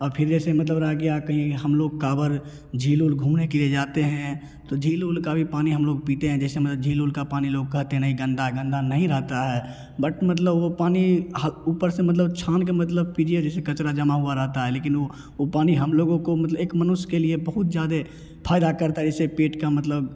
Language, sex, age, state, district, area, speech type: Hindi, male, 18-30, Bihar, Begusarai, urban, spontaneous